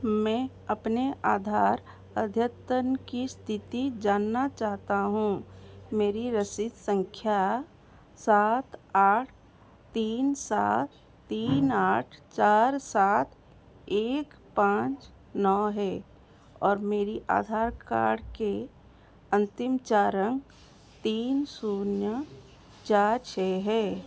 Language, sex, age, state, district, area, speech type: Hindi, female, 45-60, Madhya Pradesh, Seoni, rural, read